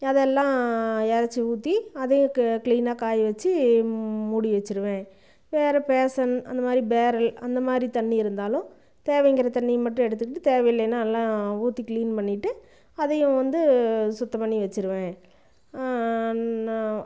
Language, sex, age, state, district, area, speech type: Tamil, female, 45-60, Tamil Nadu, Namakkal, rural, spontaneous